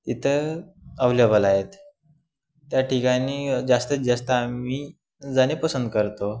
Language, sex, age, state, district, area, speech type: Marathi, male, 18-30, Maharashtra, Wardha, urban, spontaneous